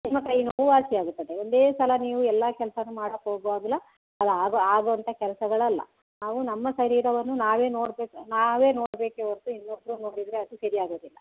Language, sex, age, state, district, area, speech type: Kannada, female, 60+, Karnataka, Kodagu, rural, conversation